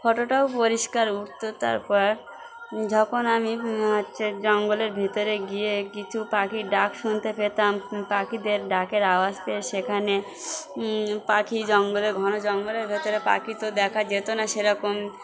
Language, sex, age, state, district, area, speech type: Bengali, female, 45-60, West Bengal, Birbhum, urban, spontaneous